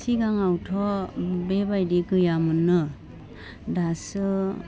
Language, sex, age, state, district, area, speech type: Bodo, female, 30-45, Assam, Udalguri, urban, spontaneous